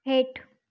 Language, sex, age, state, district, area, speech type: Sindhi, female, 18-30, Gujarat, Surat, urban, read